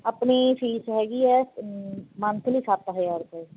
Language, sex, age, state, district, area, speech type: Punjabi, female, 30-45, Punjab, Bathinda, rural, conversation